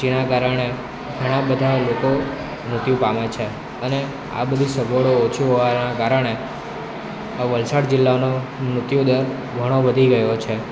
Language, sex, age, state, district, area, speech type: Gujarati, male, 18-30, Gujarat, Valsad, rural, spontaneous